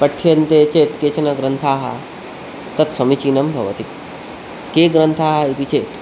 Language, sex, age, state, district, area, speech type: Sanskrit, male, 18-30, West Bengal, Purba Medinipur, rural, spontaneous